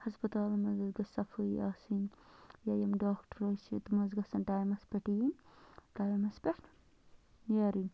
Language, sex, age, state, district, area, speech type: Kashmiri, female, 18-30, Jammu and Kashmir, Bandipora, rural, spontaneous